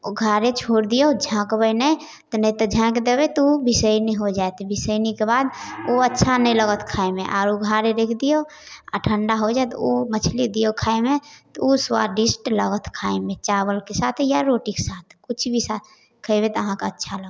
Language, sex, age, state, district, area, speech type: Maithili, female, 18-30, Bihar, Samastipur, rural, spontaneous